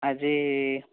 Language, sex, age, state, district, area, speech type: Odia, male, 45-60, Odisha, Nuapada, urban, conversation